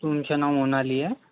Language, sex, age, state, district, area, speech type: Marathi, male, 30-45, Maharashtra, Nagpur, urban, conversation